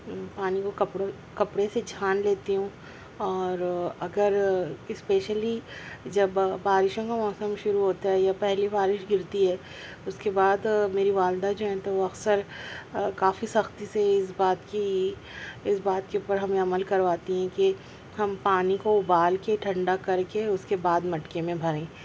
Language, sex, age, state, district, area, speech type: Urdu, female, 30-45, Maharashtra, Nashik, urban, spontaneous